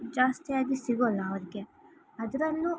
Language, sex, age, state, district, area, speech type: Kannada, female, 18-30, Karnataka, Chitradurga, urban, spontaneous